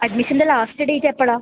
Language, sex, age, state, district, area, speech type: Malayalam, female, 18-30, Kerala, Kasaragod, rural, conversation